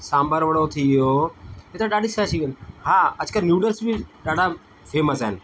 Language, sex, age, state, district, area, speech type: Sindhi, male, 45-60, Delhi, South Delhi, urban, spontaneous